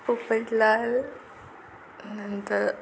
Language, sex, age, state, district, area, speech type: Marathi, female, 18-30, Maharashtra, Ratnagiri, rural, spontaneous